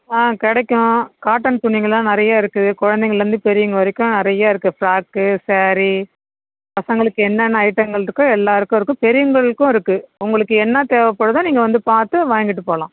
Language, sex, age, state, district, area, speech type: Tamil, female, 60+, Tamil Nadu, Kallakurichi, rural, conversation